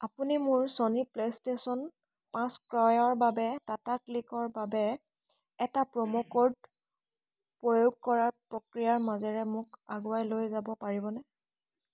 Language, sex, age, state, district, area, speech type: Assamese, female, 18-30, Assam, Charaideo, rural, read